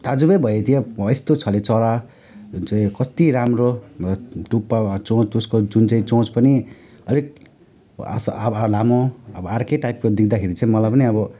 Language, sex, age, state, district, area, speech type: Nepali, male, 30-45, West Bengal, Alipurduar, urban, spontaneous